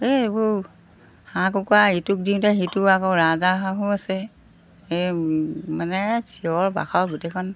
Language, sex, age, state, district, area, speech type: Assamese, female, 60+, Assam, Golaghat, rural, spontaneous